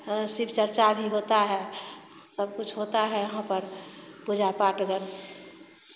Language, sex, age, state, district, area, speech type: Hindi, female, 60+, Bihar, Begusarai, rural, spontaneous